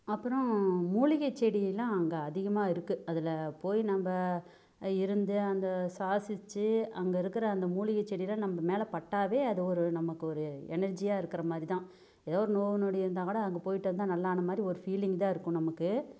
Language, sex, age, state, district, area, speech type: Tamil, female, 45-60, Tamil Nadu, Namakkal, rural, spontaneous